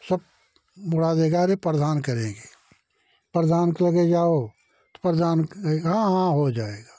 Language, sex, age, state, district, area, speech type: Hindi, male, 60+, Uttar Pradesh, Jaunpur, rural, spontaneous